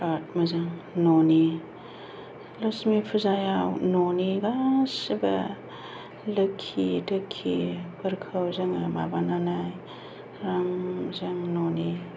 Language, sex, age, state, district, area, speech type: Bodo, female, 45-60, Assam, Kokrajhar, urban, spontaneous